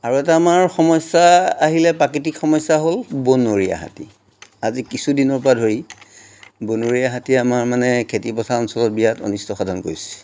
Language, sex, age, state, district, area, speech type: Assamese, male, 45-60, Assam, Jorhat, urban, spontaneous